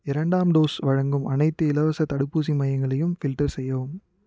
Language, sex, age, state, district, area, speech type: Tamil, male, 18-30, Tamil Nadu, Tiruvannamalai, urban, read